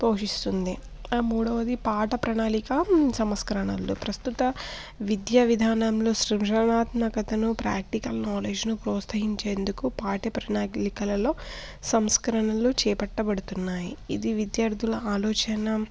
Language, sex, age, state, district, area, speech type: Telugu, female, 18-30, Telangana, Hyderabad, urban, spontaneous